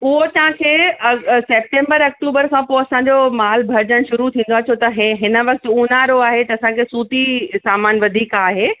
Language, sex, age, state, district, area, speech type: Sindhi, female, 60+, Uttar Pradesh, Lucknow, rural, conversation